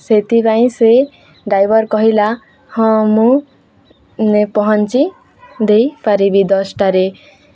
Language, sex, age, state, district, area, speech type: Odia, female, 18-30, Odisha, Nuapada, urban, spontaneous